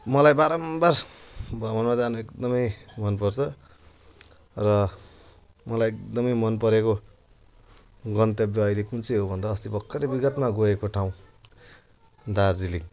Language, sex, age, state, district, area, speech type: Nepali, male, 30-45, West Bengal, Jalpaiguri, urban, spontaneous